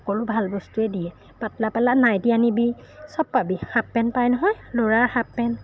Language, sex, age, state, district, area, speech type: Assamese, female, 30-45, Assam, Golaghat, urban, spontaneous